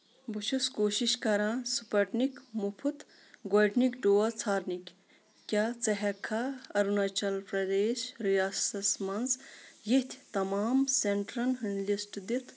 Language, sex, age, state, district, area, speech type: Kashmiri, female, 30-45, Jammu and Kashmir, Kupwara, urban, read